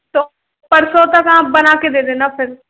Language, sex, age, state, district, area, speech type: Hindi, female, 18-30, Rajasthan, Karauli, urban, conversation